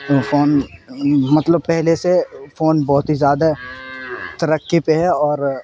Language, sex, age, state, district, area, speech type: Urdu, male, 18-30, Bihar, Supaul, rural, spontaneous